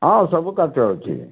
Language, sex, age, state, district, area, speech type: Odia, male, 60+, Odisha, Sundergarh, rural, conversation